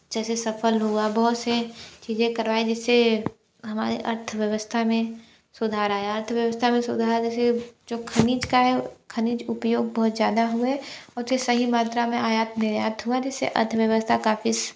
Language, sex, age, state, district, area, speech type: Hindi, female, 30-45, Uttar Pradesh, Sonbhadra, rural, spontaneous